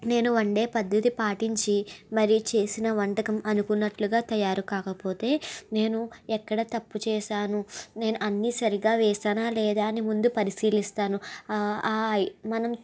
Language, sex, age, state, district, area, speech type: Telugu, female, 45-60, Andhra Pradesh, East Godavari, rural, spontaneous